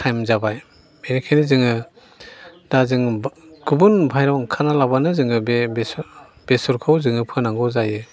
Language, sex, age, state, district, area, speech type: Bodo, male, 60+, Assam, Chirang, rural, spontaneous